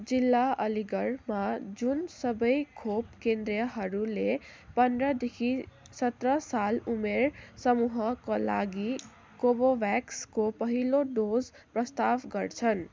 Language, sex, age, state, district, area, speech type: Nepali, female, 18-30, West Bengal, Kalimpong, rural, read